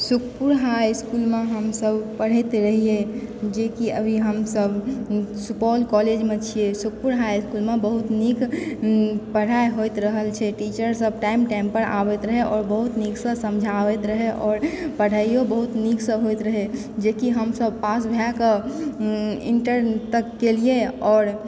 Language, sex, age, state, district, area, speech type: Maithili, female, 18-30, Bihar, Supaul, urban, spontaneous